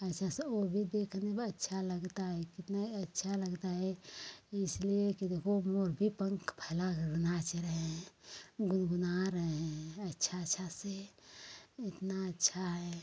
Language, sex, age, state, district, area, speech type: Hindi, female, 30-45, Uttar Pradesh, Ghazipur, rural, spontaneous